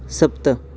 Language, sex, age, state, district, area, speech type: Sanskrit, male, 18-30, Odisha, Bargarh, rural, read